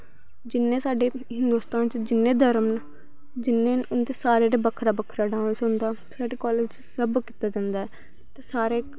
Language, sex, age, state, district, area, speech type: Dogri, female, 18-30, Jammu and Kashmir, Samba, rural, spontaneous